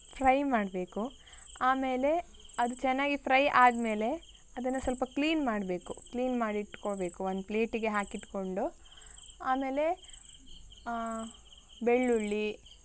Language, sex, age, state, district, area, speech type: Kannada, female, 18-30, Karnataka, Tumkur, rural, spontaneous